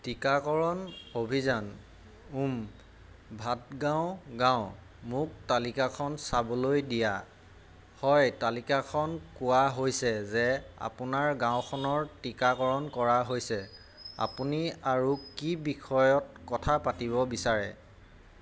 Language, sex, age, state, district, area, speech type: Assamese, male, 30-45, Assam, Golaghat, urban, read